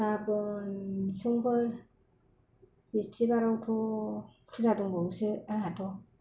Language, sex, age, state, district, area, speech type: Bodo, female, 45-60, Assam, Kokrajhar, rural, spontaneous